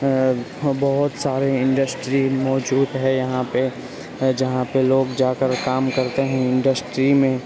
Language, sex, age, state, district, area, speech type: Urdu, male, 30-45, Uttar Pradesh, Gautam Buddha Nagar, urban, spontaneous